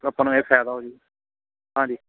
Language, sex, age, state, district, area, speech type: Punjabi, male, 18-30, Punjab, Patiala, urban, conversation